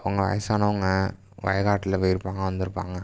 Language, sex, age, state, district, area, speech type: Tamil, male, 18-30, Tamil Nadu, Thanjavur, rural, spontaneous